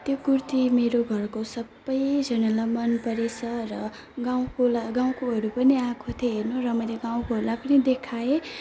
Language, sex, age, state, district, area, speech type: Nepali, female, 30-45, West Bengal, Alipurduar, urban, spontaneous